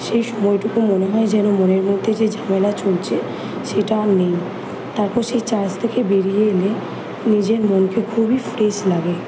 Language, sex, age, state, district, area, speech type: Bengali, female, 18-30, West Bengal, Kolkata, urban, spontaneous